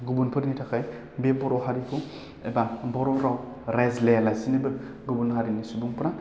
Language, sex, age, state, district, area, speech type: Bodo, male, 18-30, Assam, Baksa, urban, spontaneous